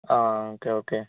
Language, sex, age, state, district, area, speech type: Malayalam, male, 18-30, Kerala, Wayanad, rural, conversation